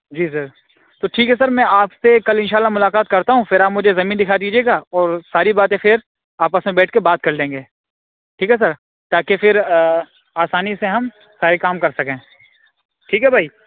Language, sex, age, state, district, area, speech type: Urdu, male, 18-30, Uttar Pradesh, Saharanpur, urban, conversation